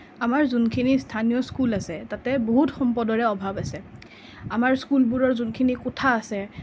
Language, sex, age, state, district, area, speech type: Assamese, female, 30-45, Assam, Nalbari, rural, spontaneous